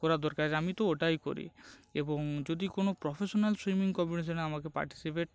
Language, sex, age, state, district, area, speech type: Bengali, male, 18-30, West Bengal, North 24 Parganas, rural, spontaneous